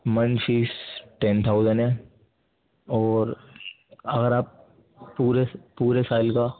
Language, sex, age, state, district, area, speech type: Urdu, male, 18-30, Delhi, North East Delhi, urban, conversation